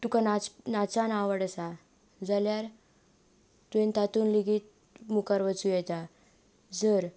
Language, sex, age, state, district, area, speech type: Goan Konkani, female, 18-30, Goa, Tiswadi, rural, spontaneous